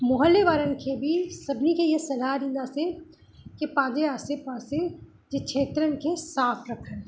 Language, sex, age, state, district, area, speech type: Sindhi, female, 30-45, Madhya Pradesh, Katni, urban, spontaneous